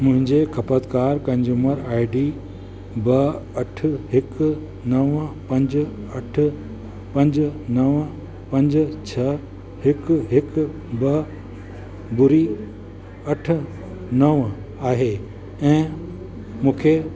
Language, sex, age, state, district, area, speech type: Sindhi, male, 60+, Uttar Pradesh, Lucknow, urban, read